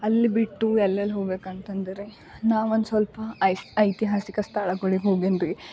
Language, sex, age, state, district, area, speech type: Kannada, female, 18-30, Karnataka, Gulbarga, urban, spontaneous